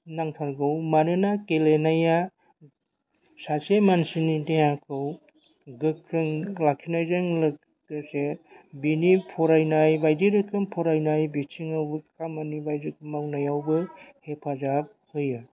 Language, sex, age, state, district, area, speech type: Bodo, male, 45-60, Assam, Chirang, urban, spontaneous